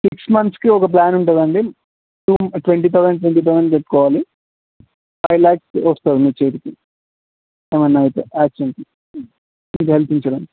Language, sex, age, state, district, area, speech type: Telugu, male, 30-45, Telangana, Kamareddy, urban, conversation